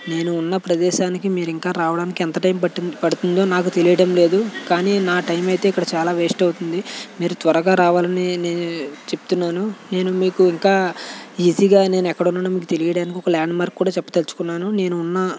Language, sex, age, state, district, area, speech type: Telugu, male, 18-30, Andhra Pradesh, West Godavari, rural, spontaneous